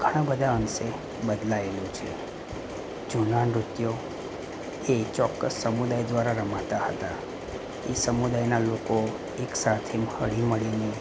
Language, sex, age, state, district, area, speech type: Gujarati, male, 30-45, Gujarat, Anand, rural, spontaneous